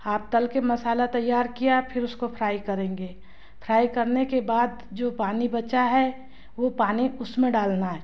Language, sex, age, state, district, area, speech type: Hindi, female, 30-45, Madhya Pradesh, Betul, rural, spontaneous